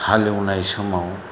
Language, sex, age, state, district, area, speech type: Bodo, male, 45-60, Assam, Chirang, rural, spontaneous